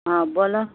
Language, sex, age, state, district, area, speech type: Maithili, female, 60+, Bihar, Madhepura, rural, conversation